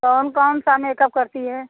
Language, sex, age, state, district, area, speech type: Hindi, female, 30-45, Uttar Pradesh, Bhadohi, rural, conversation